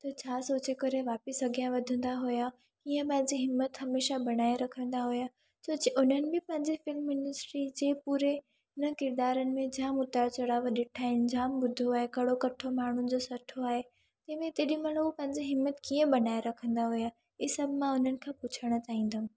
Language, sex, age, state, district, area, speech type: Sindhi, female, 18-30, Gujarat, Surat, urban, spontaneous